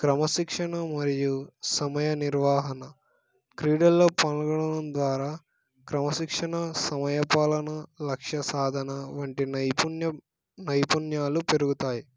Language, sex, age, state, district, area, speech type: Telugu, male, 18-30, Telangana, Suryapet, urban, spontaneous